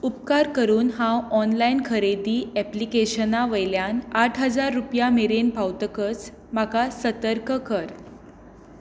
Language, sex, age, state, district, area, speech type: Goan Konkani, female, 18-30, Goa, Tiswadi, rural, read